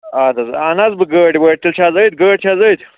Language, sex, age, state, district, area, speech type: Kashmiri, male, 18-30, Jammu and Kashmir, Budgam, rural, conversation